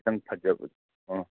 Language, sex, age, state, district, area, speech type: Manipuri, male, 30-45, Manipur, Kangpokpi, urban, conversation